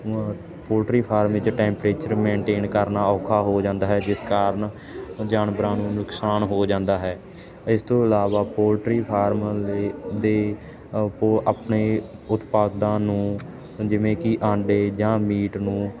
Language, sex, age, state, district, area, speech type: Punjabi, male, 18-30, Punjab, Ludhiana, rural, spontaneous